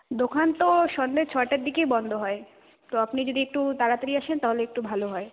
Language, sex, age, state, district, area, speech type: Bengali, female, 18-30, West Bengal, Jalpaiguri, rural, conversation